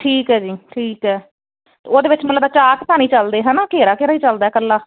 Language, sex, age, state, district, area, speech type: Punjabi, female, 45-60, Punjab, Fazilka, rural, conversation